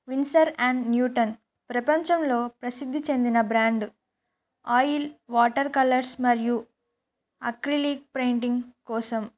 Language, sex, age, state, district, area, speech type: Telugu, female, 18-30, Telangana, Kamareddy, urban, spontaneous